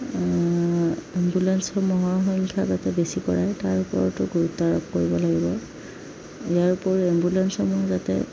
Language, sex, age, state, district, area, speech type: Assamese, female, 30-45, Assam, Darrang, rural, spontaneous